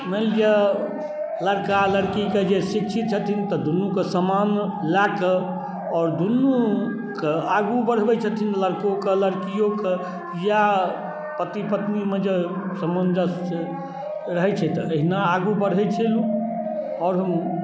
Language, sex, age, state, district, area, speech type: Maithili, male, 60+, Bihar, Darbhanga, rural, spontaneous